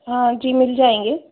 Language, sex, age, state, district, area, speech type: Hindi, female, 18-30, Madhya Pradesh, Betul, urban, conversation